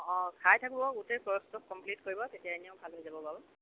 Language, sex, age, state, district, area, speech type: Assamese, female, 45-60, Assam, Charaideo, urban, conversation